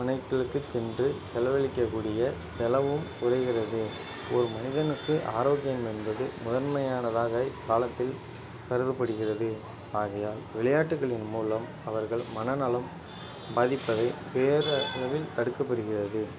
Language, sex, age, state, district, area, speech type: Tamil, male, 30-45, Tamil Nadu, Ariyalur, rural, spontaneous